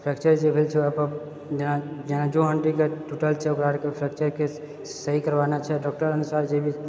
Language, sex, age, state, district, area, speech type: Maithili, male, 30-45, Bihar, Purnia, rural, spontaneous